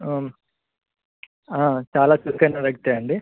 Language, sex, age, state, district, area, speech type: Telugu, male, 18-30, Andhra Pradesh, Visakhapatnam, urban, conversation